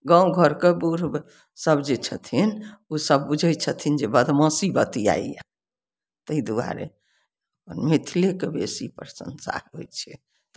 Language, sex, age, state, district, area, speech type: Maithili, female, 60+, Bihar, Samastipur, rural, spontaneous